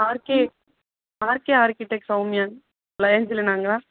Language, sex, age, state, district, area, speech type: Tamil, female, 30-45, Tamil Nadu, Madurai, rural, conversation